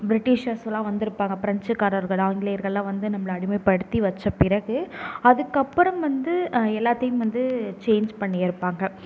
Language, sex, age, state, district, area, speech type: Tamil, female, 18-30, Tamil Nadu, Nagapattinam, rural, spontaneous